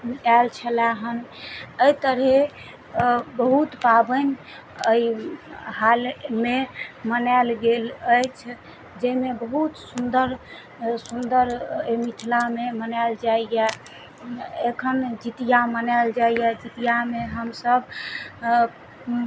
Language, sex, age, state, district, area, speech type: Maithili, female, 30-45, Bihar, Madhubani, rural, spontaneous